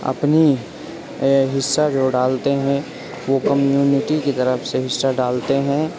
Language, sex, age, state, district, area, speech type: Urdu, male, 30-45, Uttar Pradesh, Gautam Buddha Nagar, urban, spontaneous